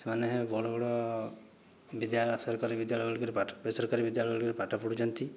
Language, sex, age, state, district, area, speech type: Odia, male, 18-30, Odisha, Boudh, rural, spontaneous